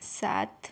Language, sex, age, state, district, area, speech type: Marathi, female, 30-45, Maharashtra, Yavatmal, rural, read